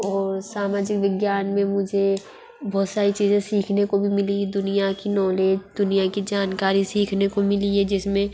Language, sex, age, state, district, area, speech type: Hindi, female, 18-30, Madhya Pradesh, Bhopal, urban, spontaneous